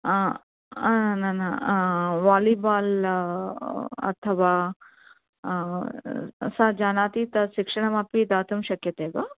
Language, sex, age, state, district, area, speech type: Sanskrit, female, 45-60, Karnataka, Mysore, urban, conversation